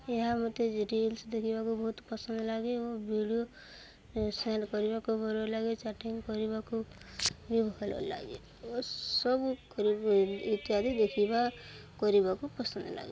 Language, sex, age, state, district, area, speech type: Odia, female, 18-30, Odisha, Subarnapur, urban, spontaneous